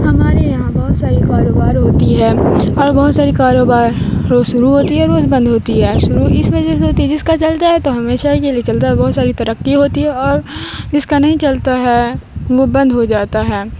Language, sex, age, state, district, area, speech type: Urdu, female, 18-30, Bihar, Supaul, rural, spontaneous